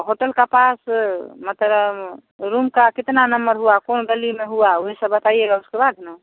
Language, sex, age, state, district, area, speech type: Hindi, female, 45-60, Bihar, Samastipur, rural, conversation